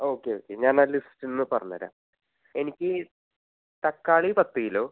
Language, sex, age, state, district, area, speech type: Malayalam, male, 18-30, Kerala, Thrissur, urban, conversation